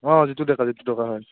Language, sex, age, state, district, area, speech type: Assamese, male, 45-60, Assam, Morigaon, rural, conversation